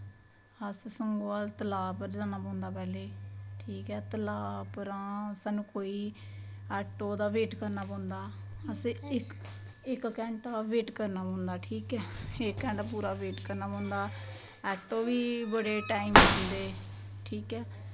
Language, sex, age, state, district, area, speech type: Dogri, female, 18-30, Jammu and Kashmir, Samba, rural, spontaneous